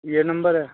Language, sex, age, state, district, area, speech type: Urdu, male, 45-60, Uttar Pradesh, Muzaffarnagar, urban, conversation